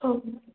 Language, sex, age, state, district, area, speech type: Odia, female, 18-30, Odisha, Koraput, urban, conversation